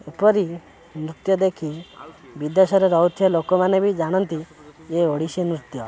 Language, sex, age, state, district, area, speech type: Odia, male, 18-30, Odisha, Kendrapara, urban, spontaneous